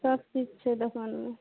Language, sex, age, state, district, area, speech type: Maithili, male, 30-45, Bihar, Araria, rural, conversation